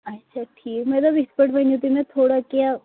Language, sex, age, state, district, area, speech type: Kashmiri, female, 18-30, Jammu and Kashmir, Kulgam, rural, conversation